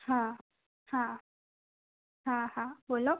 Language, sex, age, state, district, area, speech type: Gujarati, female, 18-30, Gujarat, Kheda, rural, conversation